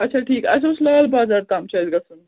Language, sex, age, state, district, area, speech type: Kashmiri, female, 30-45, Jammu and Kashmir, Srinagar, urban, conversation